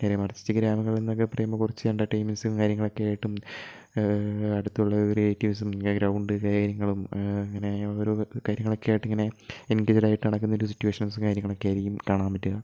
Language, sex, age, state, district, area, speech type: Malayalam, male, 18-30, Kerala, Kozhikode, rural, spontaneous